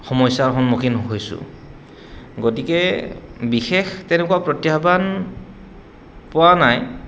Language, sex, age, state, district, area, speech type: Assamese, male, 30-45, Assam, Goalpara, urban, spontaneous